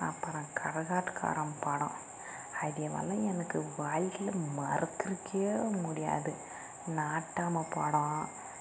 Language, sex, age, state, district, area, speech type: Tamil, female, 60+, Tamil Nadu, Dharmapuri, rural, spontaneous